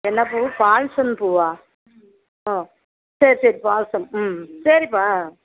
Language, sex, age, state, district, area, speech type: Tamil, female, 60+, Tamil Nadu, Madurai, rural, conversation